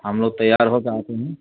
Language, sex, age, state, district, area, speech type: Urdu, male, 30-45, Uttar Pradesh, Gautam Buddha Nagar, urban, conversation